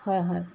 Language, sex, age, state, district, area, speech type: Assamese, female, 45-60, Assam, Jorhat, urban, spontaneous